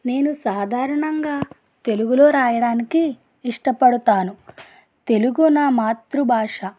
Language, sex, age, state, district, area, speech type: Telugu, female, 30-45, Andhra Pradesh, East Godavari, rural, spontaneous